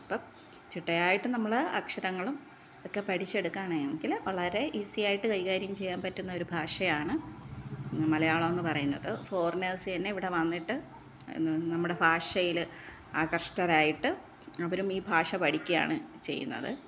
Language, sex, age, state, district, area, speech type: Malayalam, female, 30-45, Kerala, Thiruvananthapuram, rural, spontaneous